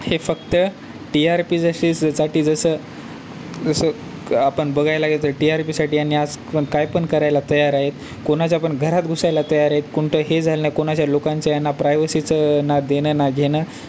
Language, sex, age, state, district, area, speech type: Marathi, male, 18-30, Maharashtra, Nanded, urban, spontaneous